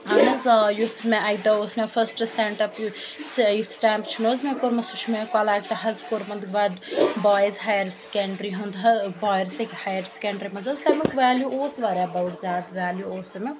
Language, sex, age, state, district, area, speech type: Kashmiri, female, 18-30, Jammu and Kashmir, Bandipora, urban, spontaneous